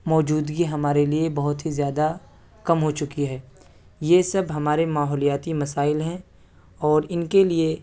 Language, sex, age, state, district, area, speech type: Urdu, male, 18-30, Delhi, South Delhi, urban, spontaneous